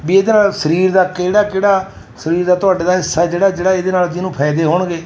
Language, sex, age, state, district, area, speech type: Punjabi, male, 45-60, Punjab, Mansa, urban, spontaneous